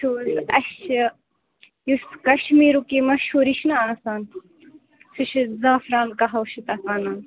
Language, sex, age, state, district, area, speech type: Kashmiri, female, 30-45, Jammu and Kashmir, Bandipora, rural, conversation